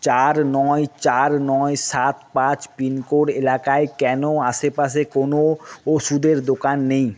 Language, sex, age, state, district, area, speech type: Bengali, male, 30-45, West Bengal, Jhargram, rural, read